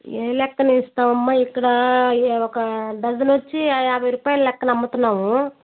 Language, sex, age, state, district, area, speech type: Telugu, female, 30-45, Andhra Pradesh, Nellore, rural, conversation